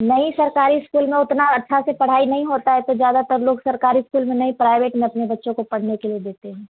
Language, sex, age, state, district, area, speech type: Hindi, female, 30-45, Bihar, Begusarai, rural, conversation